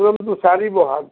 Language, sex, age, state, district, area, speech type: Assamese, male, 60+, Assam, Udalguri, rural, conversation